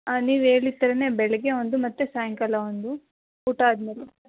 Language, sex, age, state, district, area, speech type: Kannada, female, 30-45, Karnataka, Hassan, rural, conversation